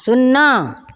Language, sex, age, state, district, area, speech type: Maithili, female, 60+, Bihar, Begusarai, rural, read